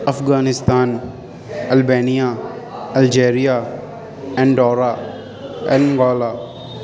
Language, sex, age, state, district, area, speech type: Urdu, male, 18-30, Uttar Pradesh, Shahjahanpur, urban, spontaneous